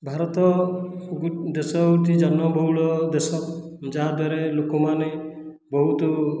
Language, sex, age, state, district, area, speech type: Odia, male, 30-45, Odisha, Khordha, rural, spontaneous